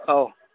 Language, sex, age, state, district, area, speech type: Bodo, male, 45-60, Assam, Kokrajhar, rural, conversation